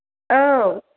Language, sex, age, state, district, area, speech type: Bodo, female, 45-60, Assam, Chirang, rural, conversation